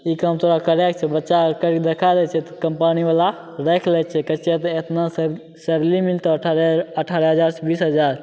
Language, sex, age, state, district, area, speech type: Maithili, male, 18-30, Bihar, Begusarai, urban, spontaneous